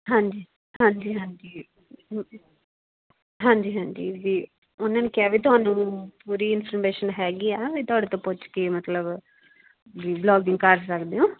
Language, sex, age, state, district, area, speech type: Punjabi, female, 30-45, Punjab, Muktsar, rural, conversation